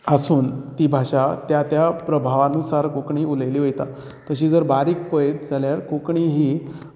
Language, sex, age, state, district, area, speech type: Goan Konkani, male, 30-45, Goa, Canacona, rural, spontaneous